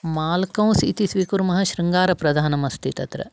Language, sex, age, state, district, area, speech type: Sanskrit, female, 60+, Karnataka, Uttara Kannada, urban, spontaneous